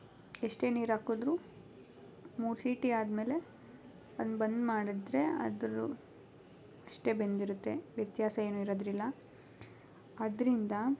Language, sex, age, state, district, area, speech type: Kannada, female, 18-30, Karnataka, Tumkur, rural, spontaneous